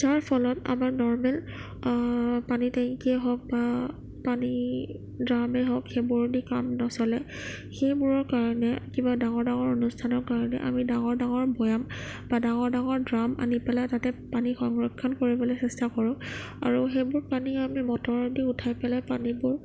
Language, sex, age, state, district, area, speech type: Assamese, female, 18-30, Assam, Sonitpur, rural, spontaneous